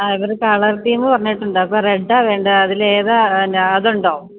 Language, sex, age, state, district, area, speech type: Malayalam, female, 30-45, Kerala, Idukki, rural, conversation